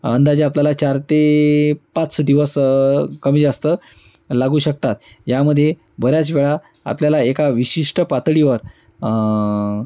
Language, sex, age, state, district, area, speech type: Marathi, male, 30-45, Maharashtra, Amravati, rural, spontaneous